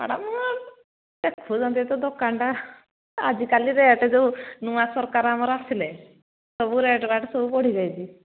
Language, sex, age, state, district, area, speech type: Odia, female, 45-60, Odisha, Angul, rural, conversation